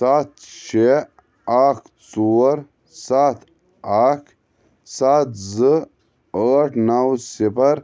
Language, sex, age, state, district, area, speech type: Kashmiri, male, 30-45, Jammu and Kashmir, Anantnag, rural, read